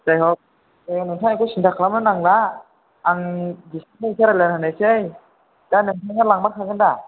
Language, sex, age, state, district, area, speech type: Bodo, male, 18-30, Assam, Chirang, rural, conversation